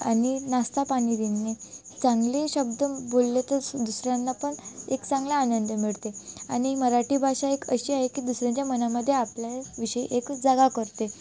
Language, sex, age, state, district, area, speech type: Marathi, female, 18-30, Maharashtra, Wardha, rural, spontaneous